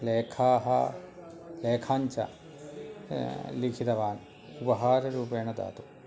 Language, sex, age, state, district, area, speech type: Sanskrit, male, 45-60, Kerala, Thrissur, urban, spontaneous